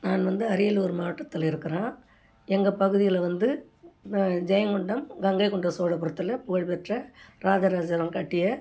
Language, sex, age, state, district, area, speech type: Tamil, female, 60+, Tamil Nadu, Ariyalur, rural, spontaneous